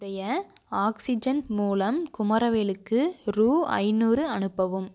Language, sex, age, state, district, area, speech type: Tamil, female, 18-30, Tamil Nadu, Coimbatore, rural, read